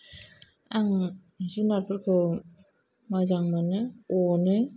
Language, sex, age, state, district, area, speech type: Bodo, female, 45-60, Assam, Kokrajhar, urban, spontaneous